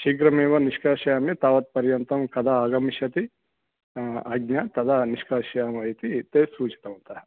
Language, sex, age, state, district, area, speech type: Sanskrit, male, 45-60, Telangana, Karimnagar, urban, conversation